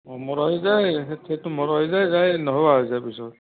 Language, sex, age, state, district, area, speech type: Assamese, male, 45-60, Assam, Nalbari, rural, conversation